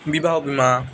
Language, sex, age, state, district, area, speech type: Bengali, male, 18-30, West Bengal, Bankura, urban, spontaneous